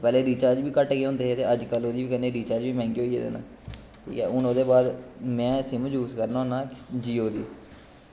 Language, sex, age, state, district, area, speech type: Dogri, male, 18-30, Jammu and Kashmir, Kathua, rural, spontaneous